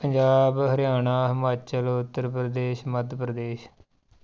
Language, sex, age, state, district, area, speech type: Punjabi, male, 30-45, Punjab, Tarn Taran, rural, spontaneous